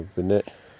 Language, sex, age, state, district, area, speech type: Malayalam, male, 45-60, Kerala, Idukki, rural, spontaneous